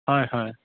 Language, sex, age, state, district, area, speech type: Assamese, male, 45-60, Assam, Udalguri, rural, conversation